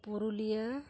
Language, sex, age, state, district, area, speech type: Santali, female, 45-60, West Bengal, Purulia, rural, spontaneous